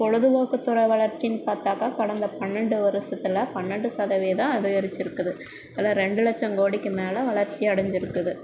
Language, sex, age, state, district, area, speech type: Tamil, female, 45-60, Tamil Nadu, Erode, rural, spontaneous